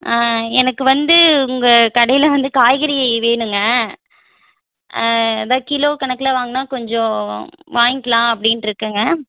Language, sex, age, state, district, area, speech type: Tamil, female, 18-30, Tamil Nadu, Erode, rural, conversation